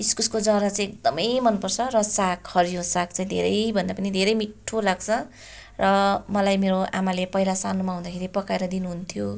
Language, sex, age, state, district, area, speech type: Nepali, female, 30-45, West Bengal, Darjeeling, rural, spontaneous